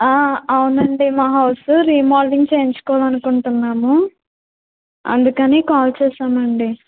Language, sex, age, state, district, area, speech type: Telugu, female, 18-30, Andhra Pradesh, East Godavari, urban, conversation